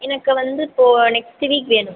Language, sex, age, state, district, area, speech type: Tamil, female, 18-30, Tamil Nadu, Pudukkottai, rural, conversation